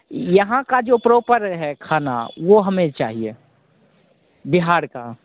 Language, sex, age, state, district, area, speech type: Hindi, male, 30-45, Bihar, Begusarai, rural, conversation